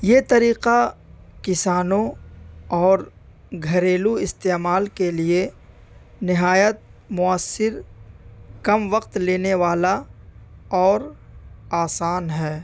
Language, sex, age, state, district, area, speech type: Urdu, male, 18-30, Delhi, North East Delhi, rural, spontaneous